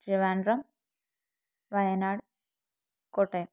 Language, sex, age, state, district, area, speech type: Malayalam, female, 18-30, Kerala, Wayanad, rural, spontaneous